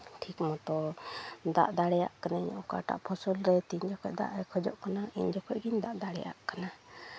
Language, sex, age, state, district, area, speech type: Santali, female, 30-45, West Bengal, Uttar Dinajpur, rural, spontaneous